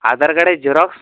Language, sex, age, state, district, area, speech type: Marathi, male, 18-30, Maharashtra, Washim, rural, conversation